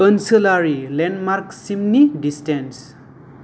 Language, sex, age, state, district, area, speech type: Bodo, male, 30-45, Assam, Kokrajhar, rural, read